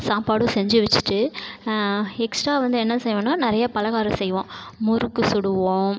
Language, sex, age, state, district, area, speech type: Tamil, male, 30-45, Tamil Nadu, Cuddalore, rural, spontaneous